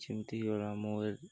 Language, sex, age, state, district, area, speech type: Odia, male, 30-45, Odisha, Nuapada, urban, spontaneous